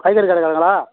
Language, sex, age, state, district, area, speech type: Tamil, male, 60+, Tamil Nadu, Thanjavur, rural, conversation